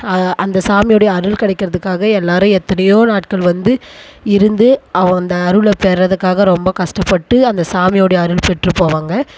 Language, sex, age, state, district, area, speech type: Tamil, female, 30-45, Tamil Nadu, Tiruvannamalai, rural, spontaneous